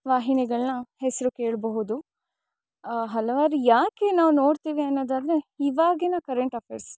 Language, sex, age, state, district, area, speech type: Kannada, female, 18-30, Karnataka, Chikkamagaluru, rural, spontaneous